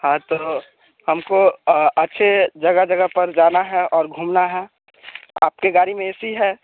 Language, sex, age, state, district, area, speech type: Hindi, male, 18-30, Bihar, Muzaffarpur, rural, conversation